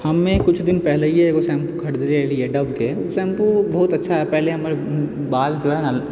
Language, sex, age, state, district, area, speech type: Maithili, male, 30-45, Bihar, Purnia, rural, spontaneous